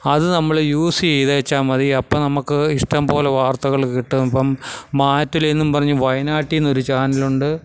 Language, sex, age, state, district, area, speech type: Malayalam, male, 45-60, Kerala, Kottayam, urban, spontaneous